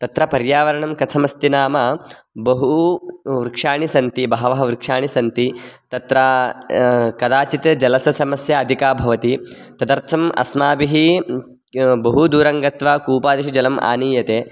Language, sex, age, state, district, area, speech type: Sanskrit, male, 18-30, Karnataka, Raichur, rural, spontaneous